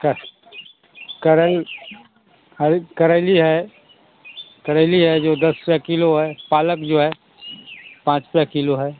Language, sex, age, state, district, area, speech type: Hindi, male, 60+, Uttar Pradesh, Mau, urban, conversation